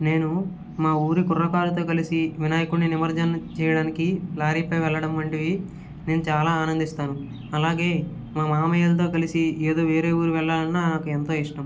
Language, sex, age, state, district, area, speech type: Telugu, male, 18-30, Andhra Pradesh, Vizianagaram, rural, spontaneous